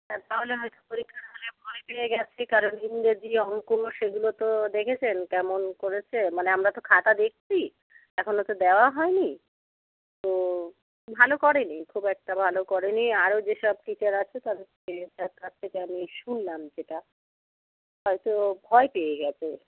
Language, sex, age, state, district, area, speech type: Bengali, female, 30-45, West Bengal, Jalpaiguri, rural, conversation